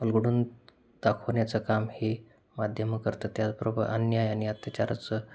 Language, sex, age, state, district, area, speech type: Marathi, male, 30-45, Maharashtra, Osmanabad, rural, spontaneous